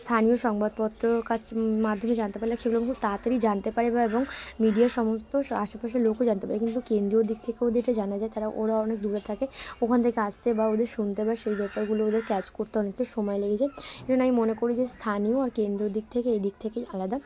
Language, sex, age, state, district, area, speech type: Bengali, female, 18-30, West Bengal, Dakshin Dinajpur, urban, spontaneous